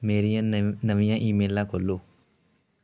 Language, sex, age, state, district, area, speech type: Punjabi, male, 18-30, Punjab, Fatehgarh Sahib, rural, read